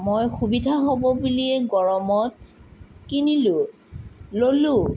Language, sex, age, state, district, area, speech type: Assamese, female, 45-60, Assam, Sonitpur, urban, spontaneous